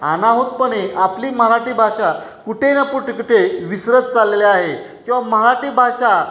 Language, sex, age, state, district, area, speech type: Marathi, male, 30-45, Maharashtra, Satara, urban, spontaneous